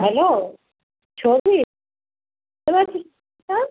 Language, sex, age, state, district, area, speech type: Bengali, female, 45-60, West Bengal, Howrah, urban, conversation